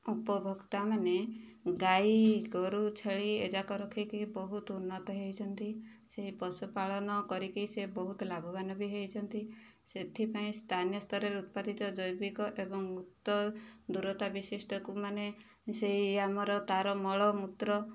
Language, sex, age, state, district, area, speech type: Odia, female, 60+, Odisha, Kandhamal, rural, spontaneous